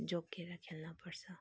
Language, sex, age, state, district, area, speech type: Nepali, female, 30-45, West Bengal, Darjeeling, rural, spontaneous